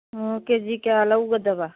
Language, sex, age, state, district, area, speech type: Manipuri, female, 45-60, Manipur, Churachandpur, urban, conversation